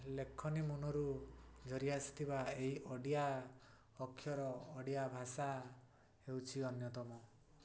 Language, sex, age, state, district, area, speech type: Odia, male, 18-30, Odisha, Mayurbhanj, rural, spontaneous